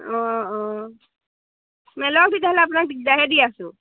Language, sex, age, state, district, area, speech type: Assamese, female, 18-30, Assam, Jorhat, urban, conversation